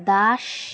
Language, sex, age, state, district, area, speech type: Bengali, female, 18-30, West Bengal, Alipurduar, rural, spontaneous